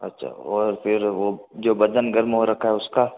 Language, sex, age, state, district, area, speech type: Hindi, male, 18-30, Rajasthan, Jodhpur, urban, conversation